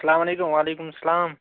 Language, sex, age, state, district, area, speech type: Kashmiri, male, 30-45, Jammu and Kashmir, Srinagar, urban, conversation